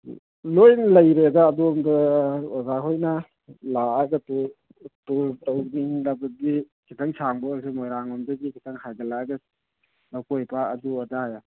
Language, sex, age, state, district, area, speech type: Manipuri, male, 45-60, Manipur, Churachandpur, rural, conversation